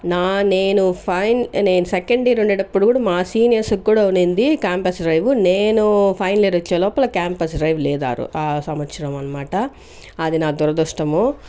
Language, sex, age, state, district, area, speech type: Telugu, female, 18-30, Andhra Pradesh, Chittoor, urban, spontaneous